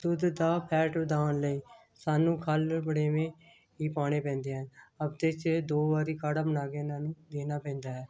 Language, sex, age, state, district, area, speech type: Punjabi, female, 60+, Punjab, Hoshiarpur, rural, spontaneous